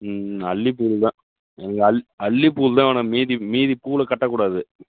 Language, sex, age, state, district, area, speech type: Tamil, male, 30-45, Tamil Nadu, Kallakurichi, rural, conversation